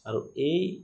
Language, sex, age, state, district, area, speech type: Assamese, male, 30-45, Assam, Goalpara, urban, spontaneous